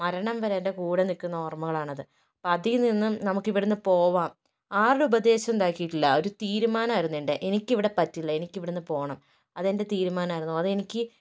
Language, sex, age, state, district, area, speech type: Malayalam, female, 30-45, Kerala, Kozhikode, urban, spontaneous